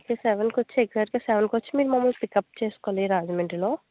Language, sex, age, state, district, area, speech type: Telugu, female, 60+, Andhra Pradesh, Kakinada, rural, conversation